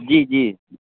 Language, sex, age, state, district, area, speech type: Hindi, male, 18-30, Uttar Pradesh, Sonbhadra, rural, conversation